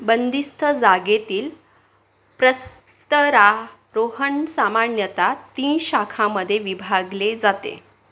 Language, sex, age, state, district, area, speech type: Marathi, female, 45-60, Maharashtra, Yavatmal, urban, read